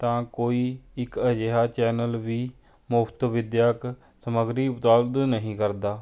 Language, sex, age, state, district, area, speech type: Punjabi, male, 30-45, Punjab, Fatehgarh Sahib, rural, spontaneous